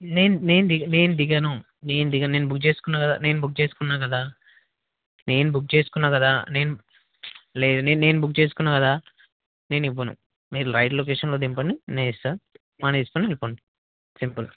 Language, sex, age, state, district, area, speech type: Telugu, male, 18-30, Telangana, Mahbubnagar, rural, conversation